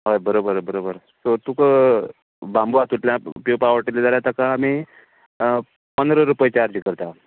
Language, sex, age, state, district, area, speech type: Goan Konkani, male, 30-45, Goa, Canacona, rural, conversation